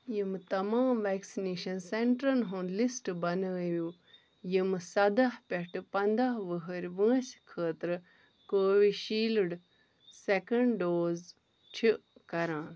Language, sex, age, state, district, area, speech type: Kashmiri, female, 30-45, Jammu and Kashmir, Ganderbal, rural, read